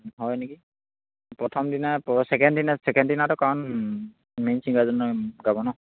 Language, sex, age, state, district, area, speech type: Assamese, male, 18-30, Assam, Charaideo, rural, conversation